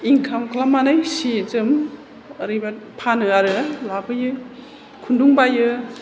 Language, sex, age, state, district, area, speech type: Bodo, female, 45-60, Assam, Chirang, urban, spontaneous